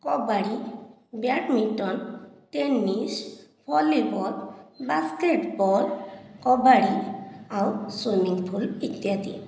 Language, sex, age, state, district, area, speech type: Odia, female, 30-45, Odisha, Khordha, rural, spontaneous